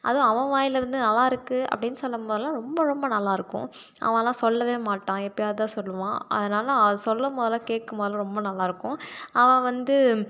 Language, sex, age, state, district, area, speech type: Tamil, female, 18-30, Tamil Nadu, Salem, urban, spontaneous